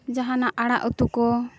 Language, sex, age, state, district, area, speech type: Santali, female, 18-30, Jharkhand, East Singhbhum, rural, spontaneous